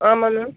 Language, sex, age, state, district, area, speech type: Tamil, female, 18-30, Tamil Nadu, Tirunelveli, rural, conversation